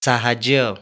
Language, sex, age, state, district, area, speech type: Odia, male, 30-45, Odisha, Kandhamal, rural, read